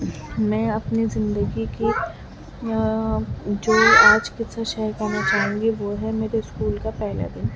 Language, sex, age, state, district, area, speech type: Urdu, female, 18-30, Delhi, Central Delhi, urban, spontaneous